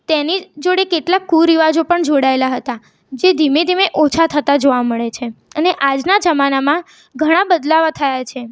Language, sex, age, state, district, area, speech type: Gujarati, female, 18-30, Gujarat, Mehsana, rural, spontaneous